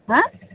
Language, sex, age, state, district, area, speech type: Assamese, female, 30-45, Assam, Udalguri, rural, conversation